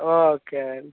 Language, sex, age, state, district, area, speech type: Telugu, male, 18-30, Telangana, Nirmal, rural, conversation